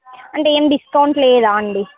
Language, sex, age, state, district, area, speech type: Telugu, female, 18-30, Andhra Pradesh, Srikakulam, urban, conversation